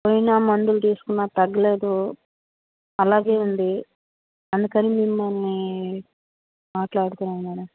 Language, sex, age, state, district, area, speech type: Telugu, female, 30-45, Andhra Pradesh, Nellore, rural, conversation